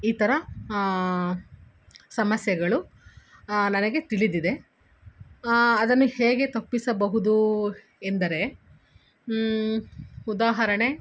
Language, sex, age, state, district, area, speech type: Kannada, female, 30-45, Karnataka, Kolar, urban, spontaneous